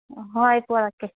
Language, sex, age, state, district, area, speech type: Manipuri, female, 30-45, Manipur, Kangpokpi, urban, conversation